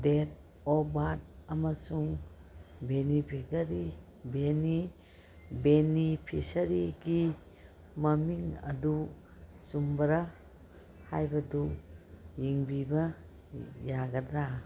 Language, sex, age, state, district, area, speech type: Manipuri, female, 45-60, Manipur, Kangpokpi, urban, read